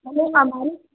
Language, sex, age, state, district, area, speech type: Gujarati, female, 18-30, Gujarat, Mehsana, rural, conversation